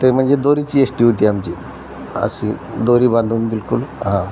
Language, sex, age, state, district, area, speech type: Marathi, male, 30-45, Maharashtra, Washim, rural, spontaneous